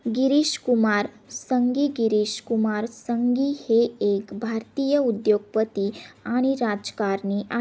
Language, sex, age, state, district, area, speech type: Marathi, female, 18-30, Maharashtra, Ahmednagar, rural, read